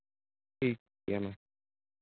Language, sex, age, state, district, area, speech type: Santali, male, 30-45, Jharkhand, East Singhbhum, rural, conversation